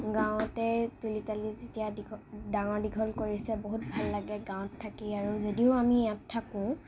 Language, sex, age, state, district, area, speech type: Assamese, female, 18-30, Assam, Kamrup Metropolitan, urban, spontaneous